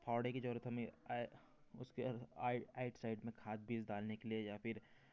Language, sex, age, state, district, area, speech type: Hindi, male, 30-45, Madhya Pradesh, Betul, rural, spontaneous